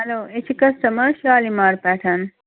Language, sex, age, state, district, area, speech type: Kashmiri, female, 30-45, Jammu and Kashmir, Srinagar, urban, conversation